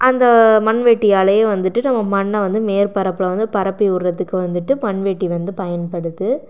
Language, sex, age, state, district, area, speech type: Tamil, female, 45-60, Tamil Nadu, Pudukkottai, rural, spontaneous